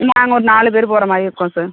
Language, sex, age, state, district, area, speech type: Tamil, female, 60+, Tamil Nadu, Mayiladuthurai, rural, conversation